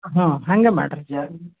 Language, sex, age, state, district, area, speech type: Kannada, female, 60+, Karnataka, Koppal, urban, conversation